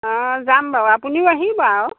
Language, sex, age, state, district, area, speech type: Assamese, female, 60+, Assam, Majuli, urban, conversation